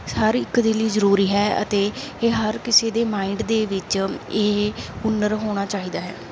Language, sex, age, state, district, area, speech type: Punjabi, female, 18-30, Punjab, Mansa, rural, spontaneous